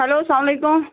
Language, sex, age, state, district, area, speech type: Kashmiri, female, 18-30, Jammu and Kashmir, Budgam, rural, conversation